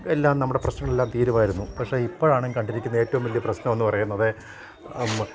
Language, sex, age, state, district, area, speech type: Malayalam, male, 60+, Kerala, Kottayam, rural, spontaneous